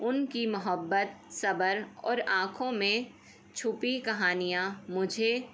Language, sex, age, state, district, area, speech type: Urdu, female, 30-45, Uttar Pradesh, Ghaziabad, urban, spontaneous